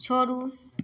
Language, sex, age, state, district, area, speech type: Maithili, female, 30-45, Bihar, Madhepura, rural, read